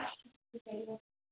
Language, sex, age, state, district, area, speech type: Kashmiri, female, 45-60, Jammu and Kashmir, Kupwara, rural, conversation